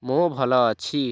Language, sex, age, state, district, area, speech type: Odia, male, 18-30, Odisha, Kalahandi, rural, read